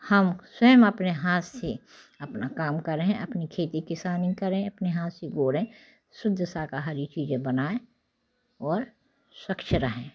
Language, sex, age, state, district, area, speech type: Hindi, female, 60+, Madhya Pradesh, Jabalpur, urban, spontaneous